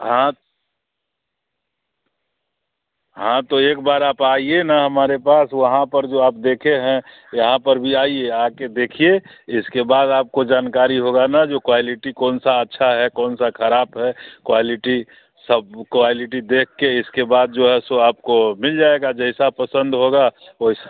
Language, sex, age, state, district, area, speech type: Hindi, male, 45-60, Bihar, Muzaffarpur, rural, conversation